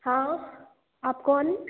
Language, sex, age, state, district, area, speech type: Hindi, female, 18-30, Madhya Pradesh, Betul, rural, conversation